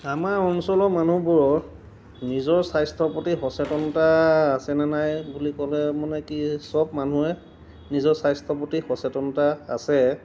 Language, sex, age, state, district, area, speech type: Assamese, male, 45-60, Assam, Golaghat, urban, spontaneous